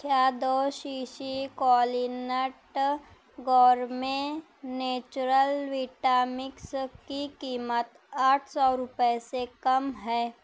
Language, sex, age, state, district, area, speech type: Urdu, female, 18-30, Maharashtra, Nashik, urban, read